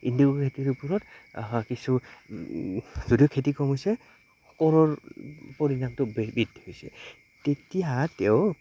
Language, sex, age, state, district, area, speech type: Assamese, male, 18-30, Assam, Goalpara, rural, spontaneous